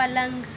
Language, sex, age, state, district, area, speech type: Hindi, female, 30-45, Madhya Pradesh, Seoni, urban, read